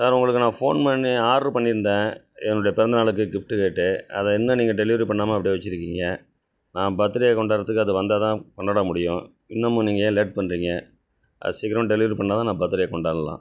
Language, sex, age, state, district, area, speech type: Tamil, male, 60+, Tamil Nadu, Ariyalur, rural, spontaneous